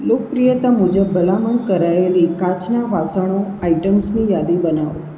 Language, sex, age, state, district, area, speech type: Gujarati, female, 45-60, Gujarat, Surat, urban, read